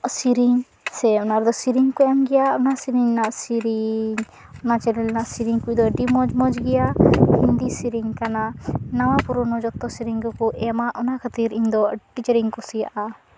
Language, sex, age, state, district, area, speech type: Santali, female, 18-30, West Bengal, Purba Bardhaman, rural, spontaneous